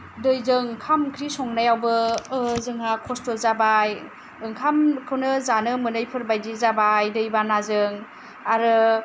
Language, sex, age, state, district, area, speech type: Bodo, female, 30-45, Assam, Kokrajhar, rural, spontaneous